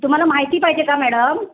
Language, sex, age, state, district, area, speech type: Marathi, female, 30-45, Maharashtra, Raigad, rural, conversation